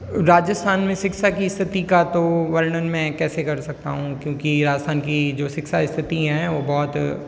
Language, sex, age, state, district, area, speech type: Hindi, female, 18-30, Rajasthan, Jodhpur, urban, spontaneous